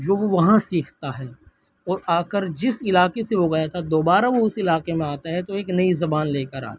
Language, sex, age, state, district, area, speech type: Urdu, male, 18-30, Delhi, North West Delhi, urban, spontaneous